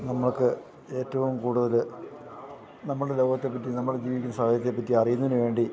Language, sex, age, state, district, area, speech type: Malayalam, male, 60+, Kerala, Idukki, rural, spontaneous